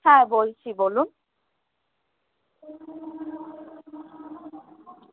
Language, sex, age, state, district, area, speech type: Bengali, female, 18-30, West Bengal, South 24 Parganas, urban, conversation